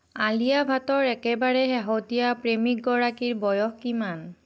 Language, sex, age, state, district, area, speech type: Assamese, female, 30-45, Assam, Nagaon, rural, read